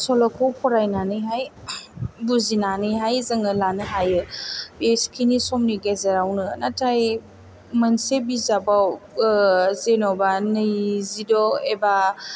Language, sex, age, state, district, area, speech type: Bodo, female, 18-30, Assam, Chirang, urban, spontaneous